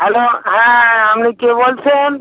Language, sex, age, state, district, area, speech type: Bengali, male, 60+, West Bengal, North 24 Parganas, rural, conversation